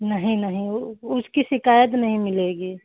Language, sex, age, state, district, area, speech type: Hindi, female, 45-60, Uttar Pradesh, Hardoi, rural, conversation